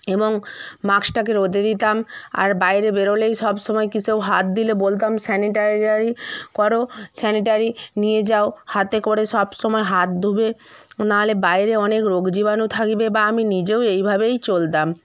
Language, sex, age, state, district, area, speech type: Bengali, female, 45-60, West Bengal, Purba Medinipur, rural, spontaneous